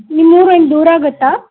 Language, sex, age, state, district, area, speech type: Kannada, female, 18-30, Karnataka, Chitradurga, rural, conversation